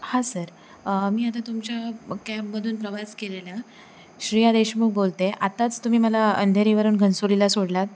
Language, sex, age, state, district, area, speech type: Marathi, female, 18-30, Maharashtra, Sindhudurg, rural, spontaneous